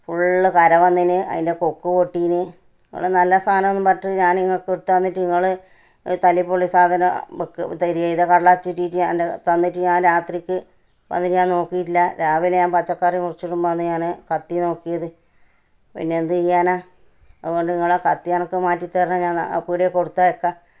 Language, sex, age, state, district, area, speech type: Malayalam, female, 60+, Kerala, Kannur, rural, spontaneous